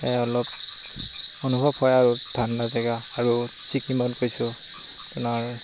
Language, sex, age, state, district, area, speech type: Assamese, male, 18-30, Assam, Lakhimpur, rural, spontaneous